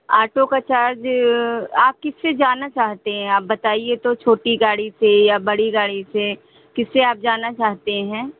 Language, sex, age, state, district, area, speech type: Hindi, female, 60+, Uttar Pradesh, Hardoi, rural, conversation